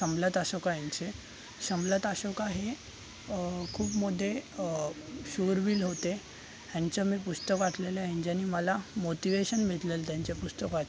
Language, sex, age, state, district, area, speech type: Marathi, male, 18-30, Maharashtra, Thane, urban, spontaneous